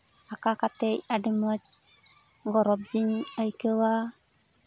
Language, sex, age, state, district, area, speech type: Santali, female, 30-45, West Bengal, Purba Bardhaman, rural, spontaneous